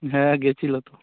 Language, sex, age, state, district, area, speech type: Bengali, male, 18-30, West Bengal, Dakshin Dinajpur, urban, conversation